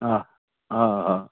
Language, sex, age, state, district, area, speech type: Sindhi, male, 60+, Delhi, South Delhi, urban, conversation